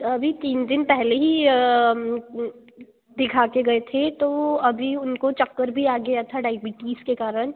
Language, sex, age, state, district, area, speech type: Hindi, female, 18-30, Madhya Pradesh, Betul, rural, conversation